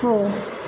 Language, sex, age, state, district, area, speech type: Marathi, female, 18-30, Maharashtra, Mumbai Suburban, urban, read